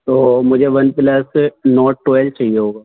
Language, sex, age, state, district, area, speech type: Urdu, male, 18-30, Delhi, North West Delhi, urban, conversation